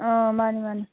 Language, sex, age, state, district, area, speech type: Manipuri, female, 45-60, Manipur, Churachandpur, urban, conversation